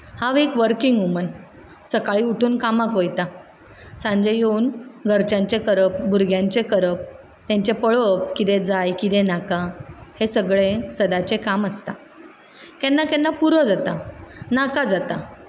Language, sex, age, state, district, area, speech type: Goan Konkani, female, 30-45, Goa, Ponda, rural, spontaneous